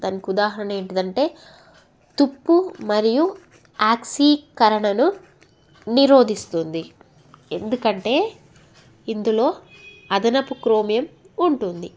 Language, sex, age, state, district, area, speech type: Telugu, female, 18-30, Telangana, Jagtial, rural, spontaneous